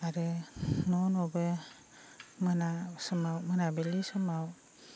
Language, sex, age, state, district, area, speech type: Bodo, female, 30-45, Assam, Baksa, rural, spontaneous